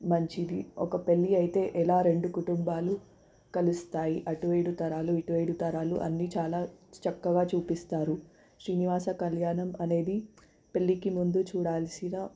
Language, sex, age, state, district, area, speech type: Telugu, female, 18-30, Telangana, Hyderabad, urban, spontaneous